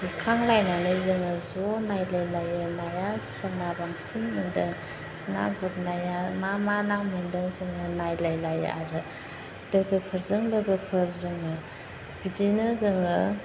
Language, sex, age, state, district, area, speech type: Bodo, female, 45-60, Assam, Chirang, urban, spontaneous